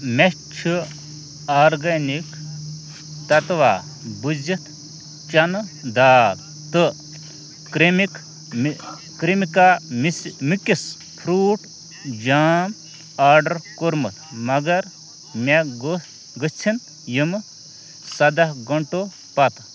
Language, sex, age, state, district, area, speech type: Kashmiri, male, 30-45, Jammu and Kashmir, Ganderbal, rural, read